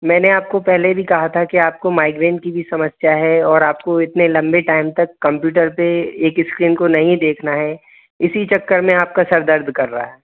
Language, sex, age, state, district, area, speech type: Hindi, male, 18-30, Madhya Pradesh, Bhopal, urban, conversation